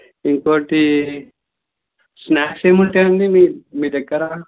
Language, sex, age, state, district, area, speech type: Telugu, male, 30-45, Andhra Pradesh, N T Rama Rao, rural, conversation